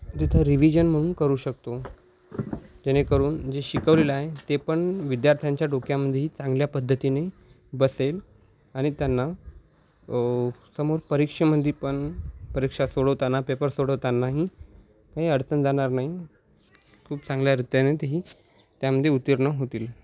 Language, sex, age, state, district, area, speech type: Marathi, male, 18-30, Maharashtra, Hingoli, urban, spontaneous